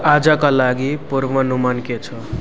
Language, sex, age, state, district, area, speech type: Nepali, male, 18-30, West Bengal, Jalpaiguri, rural, read